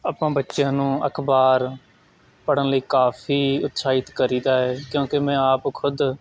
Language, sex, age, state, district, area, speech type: Punjabi, male, 18-30, Punjab, Shaheed Bhagat Singh Nagar, rural, spontaneous